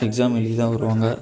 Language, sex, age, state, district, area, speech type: Tamil, male, 18-30, Tamil Nadu, Tiruchirappalli, rural, spontaneous